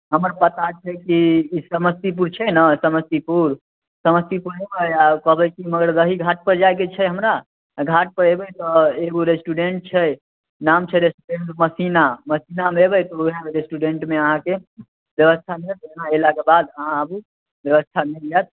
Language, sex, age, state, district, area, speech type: Maithili, male, 18-30, Bihar, Samastipur, rural, conversation